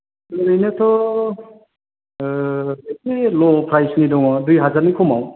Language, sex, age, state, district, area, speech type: Bodo, male, 30-45, Assam, Chirang, urban, conversation